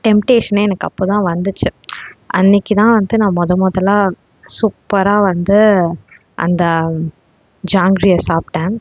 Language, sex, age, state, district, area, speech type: Tamil, female, 18-30, Tamil Nadu, Salem, urban, spontaneous